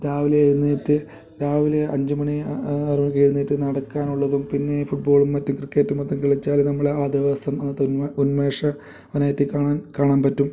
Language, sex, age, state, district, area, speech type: Malayalam, male, 30-45, Kerala, Kasaragod, rural, spontaneous